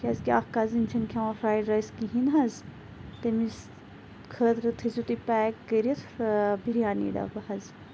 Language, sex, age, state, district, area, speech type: Kashmiri, female, 30-45, Jammu and Kashmir, Pulwama, rural, spontaneous